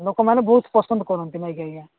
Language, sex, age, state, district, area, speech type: Odia, male, 45-60, Odisha, Nabarangpur, rural, conversation